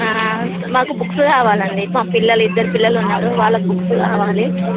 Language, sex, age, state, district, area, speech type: Telugu, female, 30-45, Telangana, Jagtial, rural, conversation